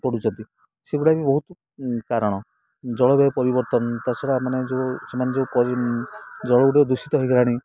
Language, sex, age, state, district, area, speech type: Odia, male, 30-45, Odisha, Kendrapara, urban, spontaneous